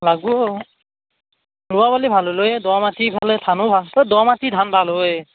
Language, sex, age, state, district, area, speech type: Assamese, male, 18-30, Assam, Darrang, rural, conversation